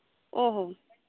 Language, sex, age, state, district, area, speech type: Santali, female, 18-30, West Bengal, Purulia, rural, conversation